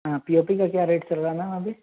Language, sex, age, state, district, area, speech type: Hindi, male, 60+, Madhya Pradesh, Bhopal, urban, conversation